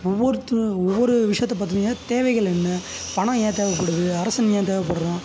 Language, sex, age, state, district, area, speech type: Tamil, male, 18-30, Tamil Nadu, Tiruvannamalai, rural, spontaneous